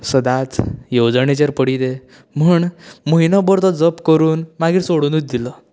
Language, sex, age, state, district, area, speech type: Goan Konkani, male, 18-30, Goa, Canacona, rural, spontaneous